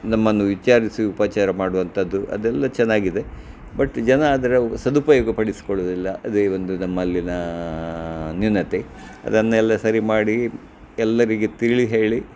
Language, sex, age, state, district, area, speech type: Kannada, male, 60+, Karnataka, Udupi, rural, spontaneous